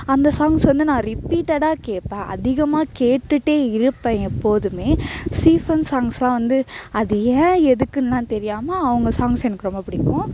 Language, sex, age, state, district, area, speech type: Tamil, female, 18-30, Tamil Nadu, Thanjavur, urban, spontaneous